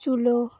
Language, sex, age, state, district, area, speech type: Santali, female, 18-30, West Bengal, Birbhum, rural, read